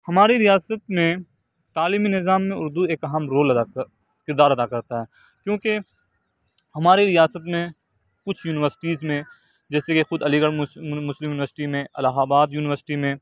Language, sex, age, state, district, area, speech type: Urdu, male, 45-60, Uttar Pradesh, Aligarh, urban, spontaneous